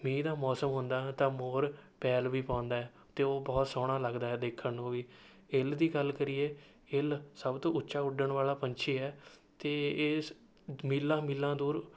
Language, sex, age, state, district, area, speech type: Punjabi, male, 18-30, Punjab, Rupnagar, rural, spontaneous